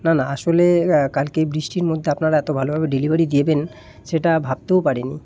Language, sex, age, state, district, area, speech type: Bengali, male, 18-30, West Bengal, Kolkata, urban, spontaneous